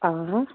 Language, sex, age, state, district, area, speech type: Kashmiri, female, 30-45, Jammu and Kashmir, Bandipora, rural, conversation